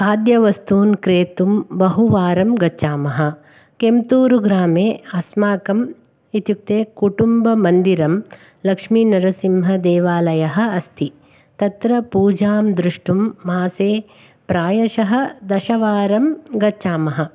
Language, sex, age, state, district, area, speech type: Sanskrit, female, 45-60, Karnataka, Bangalore Urban, urban, spontaneous